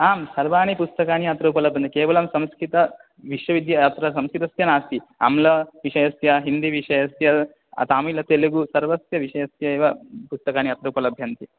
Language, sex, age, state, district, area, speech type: Sanskrit, male, 18-30, West Bengal, Cooch Behar, rural, conversation